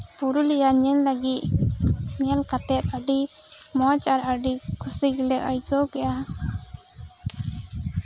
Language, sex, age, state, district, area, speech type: Santali, female, 18-30, West Bengal, Birbhum, rural, spontaneous